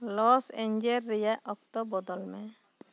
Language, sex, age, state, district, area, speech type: Santali, female, 30-45, West Bengal, Bankura, rural, read